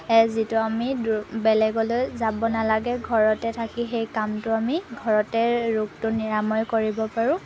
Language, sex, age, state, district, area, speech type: Assamese, female, 18-30, Assam, Golaghat, urban, spontaneous